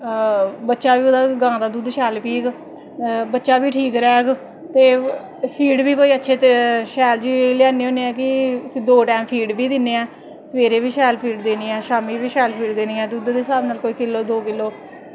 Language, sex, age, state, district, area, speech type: Dogri, female, 30-45, Jammu and Kashmir, Samba, rural, spontaneous